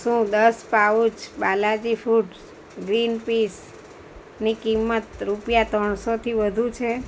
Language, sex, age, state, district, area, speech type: Gujarati, female, 45-60, Gujarat, Valsad, rural, read